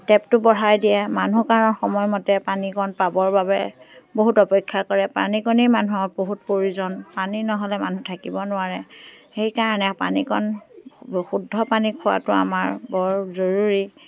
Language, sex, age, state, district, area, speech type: Assamese, female, 45-60, Assam, Biswanath, rural, spontaneous